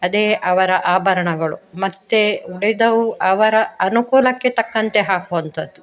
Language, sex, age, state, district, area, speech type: Kannada, female, 60+, Karnataka, Udupi, rural, spontaneous